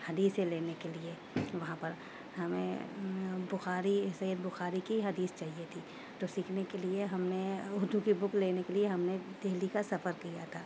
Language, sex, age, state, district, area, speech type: Urdu, female, 30-45, Uttar Pradesh, Shahjahanpur, urban, spontaneous